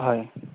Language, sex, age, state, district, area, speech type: Assamese, male, 30-45, Assam, Darrang, rural, conversation